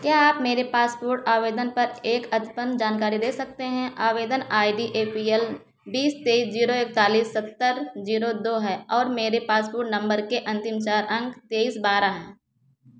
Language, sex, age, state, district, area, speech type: Hindi, female, 30-45, Uttar Pradesh, Ayodhya, rural, read